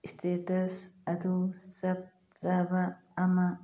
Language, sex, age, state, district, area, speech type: Manipuri, female, 45-60, Manipur, Churachandpur, urban, read